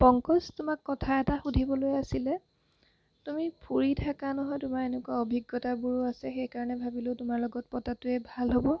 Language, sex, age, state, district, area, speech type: Assamese, female, 18-30, Assam, Jorhat, urban, spontaneous